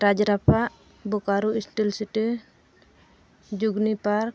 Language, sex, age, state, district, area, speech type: Santali, female, 45-60, Jharkhand, Bokaro, rural, spontaneous